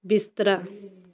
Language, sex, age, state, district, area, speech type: Punjabi, female, 30-45, Punjab, Shaheed Bhagat Singh Nagar, rural, read